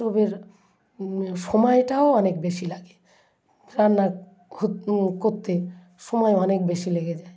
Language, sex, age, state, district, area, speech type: Bengali, female, 60+, West Bengal, South 24 Parganas, rural, spontaneous